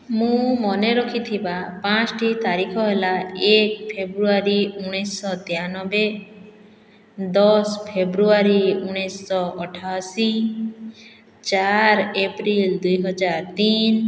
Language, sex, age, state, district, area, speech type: Odia, female, 60+, Odisha, Boudh, rural, spontaneous